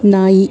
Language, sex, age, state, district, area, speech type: Kannada, female, 45-60, Karnataka, Bangalore Urban, urban, read